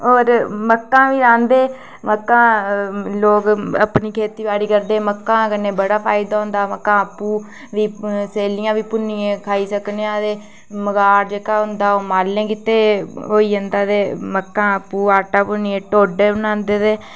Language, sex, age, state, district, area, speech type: Dogri, female, 18-30, Jammu and Kashmir, Reasi, rural, spontaneous